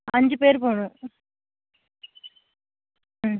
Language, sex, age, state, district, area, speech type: Tamil, female, 18-30, Tamil Nadu, Mayiladuthurai, rural, conversation